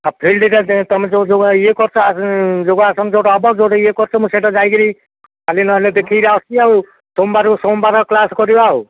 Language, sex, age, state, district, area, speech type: Odia, male, 60+, Odisha, Gajapati, rural, conversation